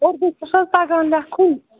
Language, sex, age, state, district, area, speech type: Kashmiri, female, 30-45, Jammu and Kashmir, Srinagar, urban, conversation